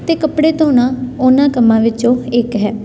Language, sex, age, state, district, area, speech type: Punjabi, female, 18-30, Punjab, Tarn Taran, urban, spontaneous